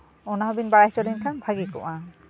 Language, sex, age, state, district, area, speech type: Santali, female, 30-45, West Bengal, Jhargram, rural, spontaneous